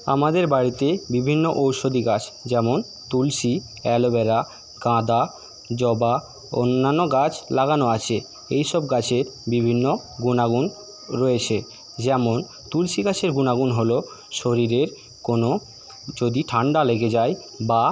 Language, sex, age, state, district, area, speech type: Bengali, male, 60+, West Bengal, Paschim Medinipur, rural, spontaneous